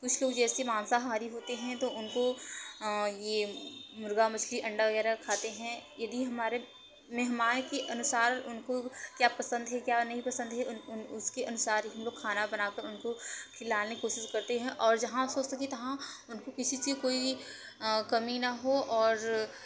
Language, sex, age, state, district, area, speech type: Hindi, female, 30-45, Uttar Pradesh, Mirzapur, rural, spontaneous